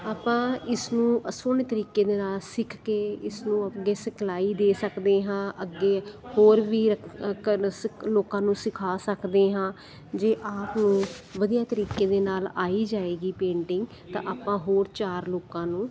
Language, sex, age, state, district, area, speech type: Punjabi, female, 45-60, Punjab, Jalandhar, urban, spontaneous